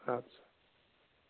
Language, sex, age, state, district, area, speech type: Kashmiri, male, 18-30, Jammu and Kashmir, Shopian, urban, conversation